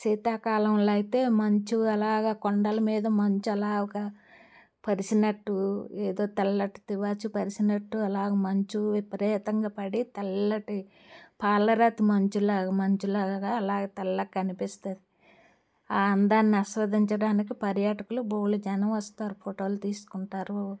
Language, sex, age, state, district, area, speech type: Telugu, female, 60+, Andhra Pradesh, Alluri Sitarama Raju, rural, spontaneous